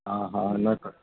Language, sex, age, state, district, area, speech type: Gujarati, male, 30-45, Gujarat, Anand, urban, conversation